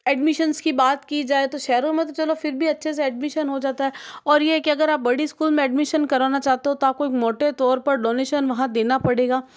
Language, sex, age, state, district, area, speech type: Hindi, female, 30-45, Rajasthan, Jodhpur, urban, spontaneous